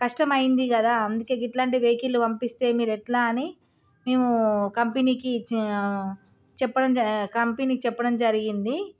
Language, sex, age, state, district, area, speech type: Telugu, female, 30-45, Telangana, Jagtial, rural, spontaneous